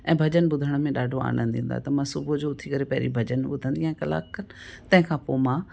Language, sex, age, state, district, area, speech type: Sindhi, female, 60+, Rajasthan, Ajmer, urban, spontaneous